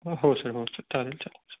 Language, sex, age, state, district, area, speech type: Marathi, male, 18-30, Maharashtra, Ratnagiri, urban, conversation